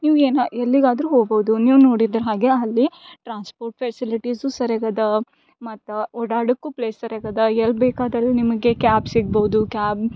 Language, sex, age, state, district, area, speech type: Kannada, female, 18-30, Karnataka, Gulbarga, urban, spontaneous